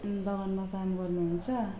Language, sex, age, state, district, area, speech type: Nepali, female, 18-30, West Bengal, Alipurduar, urban, spontaneous